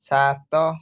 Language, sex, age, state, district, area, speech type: Odia, male, 18-30, Odisha, Kalahandi, rural, read